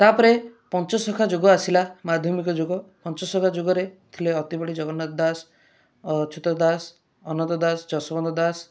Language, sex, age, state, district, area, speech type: Odia, male, 30-45, Odisha, Kendrapara, urban, spontaneous